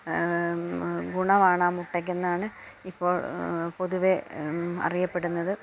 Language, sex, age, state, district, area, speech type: Malayalam, female, 45-60, Kerala, Alappuzha, rural, spontaneous